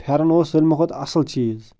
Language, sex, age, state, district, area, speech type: Kashmiri, male, 30-45, Jammu and Kashmir, Bandipora, rural, spontaneous